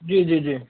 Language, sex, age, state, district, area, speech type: Hindi, male, 30-45, Uttar Pradesh, Hardoi, rural, conversation